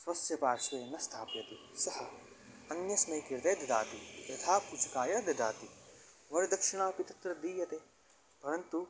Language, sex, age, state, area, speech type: Sanskrit, male, 18-30, Haryana, rural, spontaneous